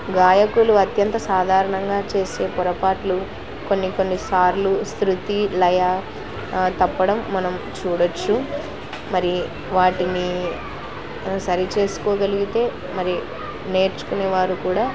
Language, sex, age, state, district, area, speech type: Telugu, female, 18-30, Andhra Pradesh, Kurnool, rural, spontaneous